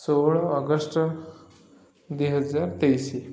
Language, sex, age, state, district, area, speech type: Odia, male, 30-45, Odisha, Koraput, urban, spontaneous